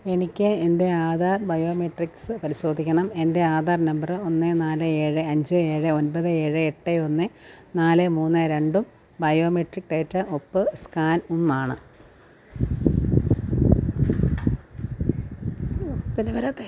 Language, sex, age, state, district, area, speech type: Malayalam, female, 30-45, Kerala, Alappuzha, rural, read